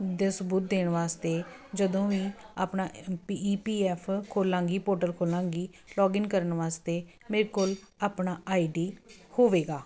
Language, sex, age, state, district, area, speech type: Punjabi, female, 45-60, Punjab, Kapurthala, urban, spontaneous